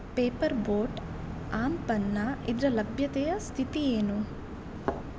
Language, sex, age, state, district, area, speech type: Kannada, female, 18-30, Karnataka, Shimoga, rural, read